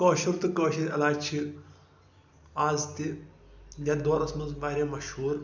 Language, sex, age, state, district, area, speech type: Kashmiri, male, 18-30, Jammu and Kashmir, Pulwama, rural, spontaneous